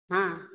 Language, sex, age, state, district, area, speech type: Odia, female, 60+, Odisha, Nayagarh, rural, conversation